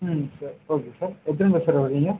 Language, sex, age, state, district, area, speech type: Tamil, male, 18-30, Tamil Nadu, Viluppuram, urban, conversation